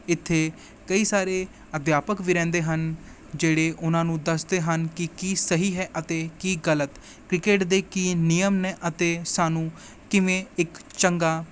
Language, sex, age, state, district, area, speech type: Punjabi, male, 18-30, Punjab, Gurdaspur, urban, spontaneous